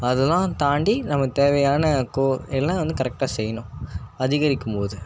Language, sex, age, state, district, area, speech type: Tamil, male, 18-30, Tamil Nadu, Tiruchirappalli, rural, spontaneous